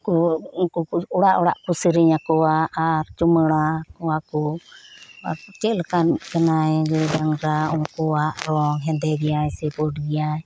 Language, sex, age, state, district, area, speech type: Santali, female, 45-60, West Bengal, Birbhum, rural, spontaneous